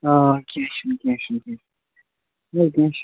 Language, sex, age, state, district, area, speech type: Kashmiri, male, 45-60, Jammu and Kashmir, Srinagar, urban, conversation